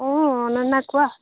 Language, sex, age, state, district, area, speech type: Assamese, female, 18-30, Assam, Golaghat, urban, conversation